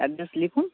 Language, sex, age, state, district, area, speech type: Bengali, male, 30-45, West Bengal, North 24 Parganas, urban, conversation